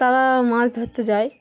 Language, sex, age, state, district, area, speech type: Bengali, female, 18-30, West Bengal, Dakshin Dinajpur, urban, spontaneous